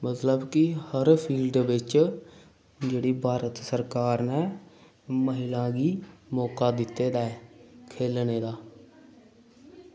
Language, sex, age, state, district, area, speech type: Dogri, male, 18-30, Jammu and Kashmir, Samba, rural, spontaneous